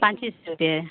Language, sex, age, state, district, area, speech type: Hindi, female, 45-60, Uttar Pradesh, Ghazipur, rural, conversation